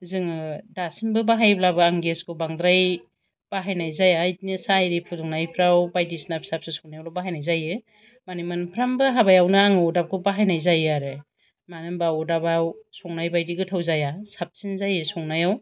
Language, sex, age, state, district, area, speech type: Bodo, female, 45-60, Assam, Chirang, rural, spontaneous